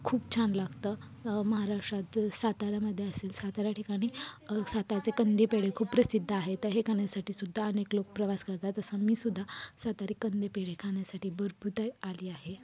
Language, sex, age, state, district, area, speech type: Marathi, female, 18-30, Maharashtra, Satara, urban, spontaneous